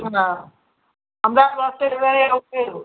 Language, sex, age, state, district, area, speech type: Gujarati, female, 60+, Gujarat, Kheda, rural, conversation